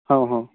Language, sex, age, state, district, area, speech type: Odia, male, 30-45, Odisha, Kalahandi, rural, conversation